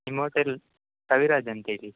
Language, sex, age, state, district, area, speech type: Kannada, male, 18-30, Karnataka, Udupi, rural, conversation